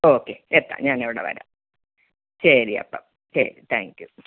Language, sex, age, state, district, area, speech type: Malayalam, female, 45-60, Kerala, Ernakulam, rural, conversation